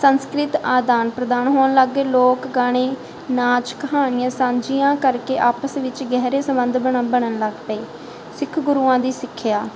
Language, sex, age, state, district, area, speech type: Punjabi, female, 30-45, Punjab, Barnala, rural, spontaneous